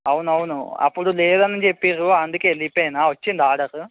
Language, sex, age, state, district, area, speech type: Telugu, male, 18-30, Telangana, Medchal, urban, conversation